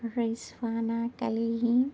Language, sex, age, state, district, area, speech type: Urdu, female, 30-45, Delhi, Central Delhi, urban, spontaneous